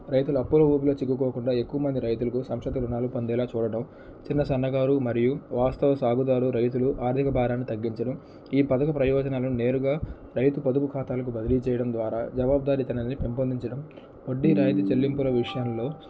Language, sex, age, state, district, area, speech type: Telugu, male, 30-45, Andhra Pradesh, N T Rama Rao, rural, spontaneous